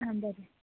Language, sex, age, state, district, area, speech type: Goan Konkani, female, 30-45, Goa, Quepem, rural, conversation